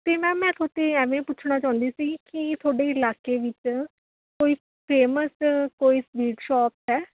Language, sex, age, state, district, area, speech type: Punjabi, female, 18-30, Punjab, Mohali, rural, conversation